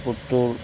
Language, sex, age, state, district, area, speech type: Telugu, male, 30-45, Andhra Pradesh, Bapatla, rural, spontaneous